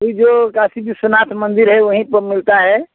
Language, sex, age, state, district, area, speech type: Hindi, male, 45-60, Uttar Pradesh, Chandauli, urban, conversation